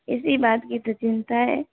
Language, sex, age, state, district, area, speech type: Hindi, female, 30-45, Rajasthan, Jodhpur, urban, conversation